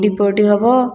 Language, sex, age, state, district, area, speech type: Odia, female, 30-45, Odisha, Puri, urban, spontaneous